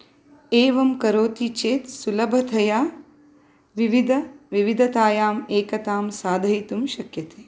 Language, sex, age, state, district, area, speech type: Sanskrit, female, 30-45, Karnataka, Udupi, urban, spontaneous